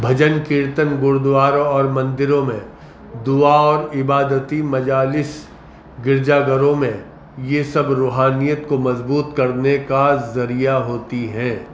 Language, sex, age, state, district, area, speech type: Urdu, male, 45-60, Uttar Pradesh, Gautam Buddha Nagar, urban, spontaneous